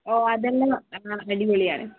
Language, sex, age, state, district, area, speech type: Malayalam, female, 45-60, Kerala, Kozhikode, urban, conversation